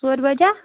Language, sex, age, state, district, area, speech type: Kashmiri, female, 45-60, Jammu and Kashmir, Baramulla, rural, conversation